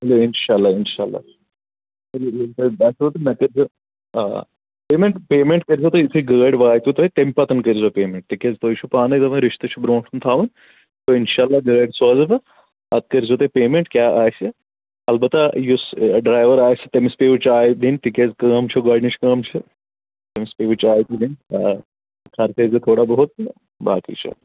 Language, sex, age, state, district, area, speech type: Kashmiri, male, 18-30, Jammu and Kashmir, Anantnag, urban, conversation